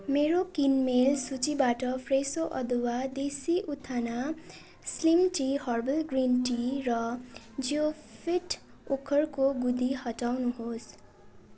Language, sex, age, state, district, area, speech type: Nepali, female, 18-30, West Bengal, Darjeeling, rural, read